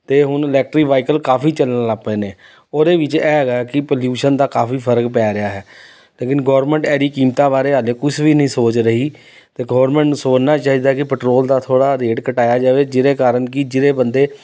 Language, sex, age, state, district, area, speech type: Punjabi, male, 30-45, Punjab, Amritsar, urban, spontaneous